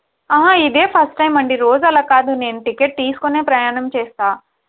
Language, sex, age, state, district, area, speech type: Telugu, female, 18-30, Andhra Pradesh, Krishna, urban, conversation